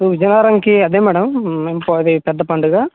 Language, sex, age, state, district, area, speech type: Telugu, male, 30-45, Andhra Pradesh, Vizianagaram, rural, conversation